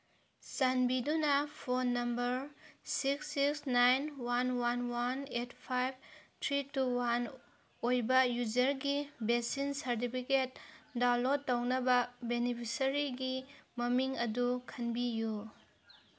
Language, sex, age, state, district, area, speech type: Manipuri, female, 30-45, Manipur, Senapati, rural, read